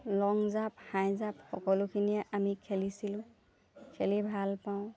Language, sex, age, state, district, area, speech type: Assamese, female, 18-30, Assam, Lakhimpur, urban, spontaneous